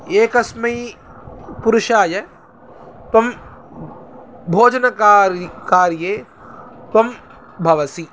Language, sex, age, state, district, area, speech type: Sanskrit, male, 18-30, Tamil Nadu, Chennai, rural, spontaneous